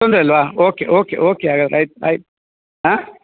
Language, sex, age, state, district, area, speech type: Kannada, male, 30-45, Karnataka, Udupi, rural, conversation